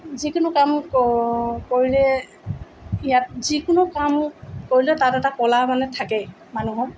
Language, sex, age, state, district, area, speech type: Assamese, female, 45-60, Assam, Tinsukia, rural, spontaneous